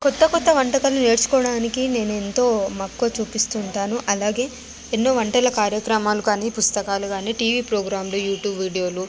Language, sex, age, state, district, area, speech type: Telugu, female, 30-45, Telangana, Hyderabad, rural, spontaneous